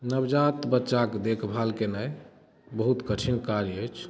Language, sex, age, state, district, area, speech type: Maithili, male, 30-45, Bihar, Madhubani, rural, spontaneous